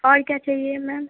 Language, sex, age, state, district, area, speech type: Hindi, female, 18-30, Uttar Pradesh, Chandauli, urban, conversation